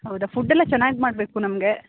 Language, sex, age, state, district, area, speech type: Kannada, female, 18-30, Karnataka, Kodagu, rural, conversation